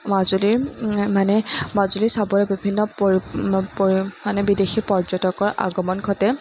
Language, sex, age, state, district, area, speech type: Assamese, female, 18-30, Assam, Majuli, urban, spontaneous